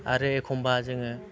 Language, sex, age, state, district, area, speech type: Bodo, male, 45-60, Assam, Chirang, rural, spontaneous